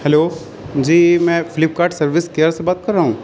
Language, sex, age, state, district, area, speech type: Urdu, male, 18-30, Uttar Pradesh, Shahjahanpur, urban, spontaneous